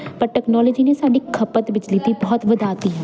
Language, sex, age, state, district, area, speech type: Punjabi, female, 18-30, Punjab, Jalandhar, urban, spontaneous